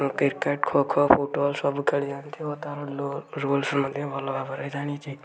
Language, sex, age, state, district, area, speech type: Odia, male, 18-30, Odisha, Kendujhar, urban, spontaneous